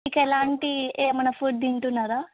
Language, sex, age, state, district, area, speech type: Telugu, female, 18-30, Telangana, Sangareddy, urban, conversation